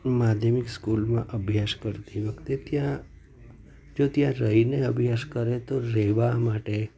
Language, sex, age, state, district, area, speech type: Gujarati, male, 45-60, Gujarat, Junagadh, rural, spontaneous